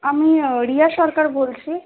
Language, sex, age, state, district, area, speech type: Bengali, female, 18-30, West Bengal, Dakshin Dinajpur, urban, conversation